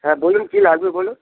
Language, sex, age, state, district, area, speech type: Bengali, male, 60+, West Bengal, Dakshin Dinajpur, rural, conversation